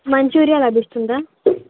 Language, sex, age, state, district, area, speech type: Telugu, female, 18-30, Telangana, Nalgonda, urban, conversation